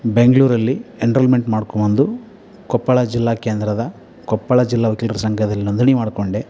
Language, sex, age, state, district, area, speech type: Kannada, male, 30-45, Karnataka, Koppal, rural, spontaneous